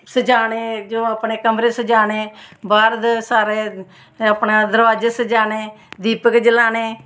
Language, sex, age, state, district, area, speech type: Dogri, female, 45-60, Jammu and Kashmir, Samba, urban, spontaneous